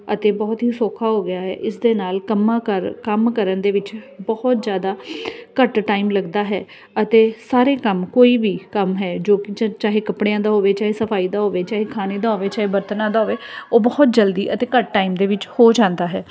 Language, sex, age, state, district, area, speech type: Punjabi, female, 30-45, Punjab, Ludhiana, urban, spontaneous